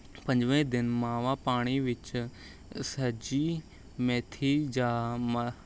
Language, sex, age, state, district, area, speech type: Punjabi, male, 18-30, Punjab, Rupnagar, urban, spontaneous